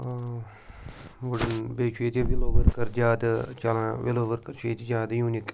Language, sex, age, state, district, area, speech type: Kashmiri, male, 18-30, Jammu and Kashmir, Srinagar, urban, spontaneous